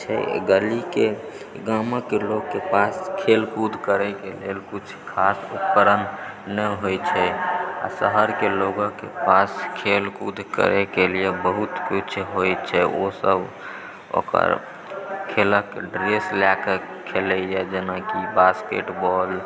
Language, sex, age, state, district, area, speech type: Maithili, male, 18-30, Bihar, Supaul, rural, spontaneous